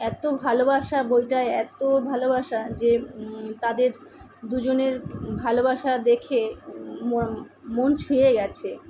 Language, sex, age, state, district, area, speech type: Bengali, female, 45-60, West Bengal, Kolkata, urban, spontaneous